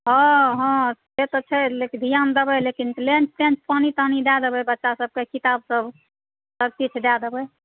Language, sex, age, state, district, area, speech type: Maithili, female, 45-60, Bihar, Supaul, rural, conversation